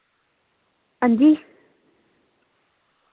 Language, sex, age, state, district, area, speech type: Dogri, female, 30-45, Jammu and Kashmir, Udhampur, urban, conversation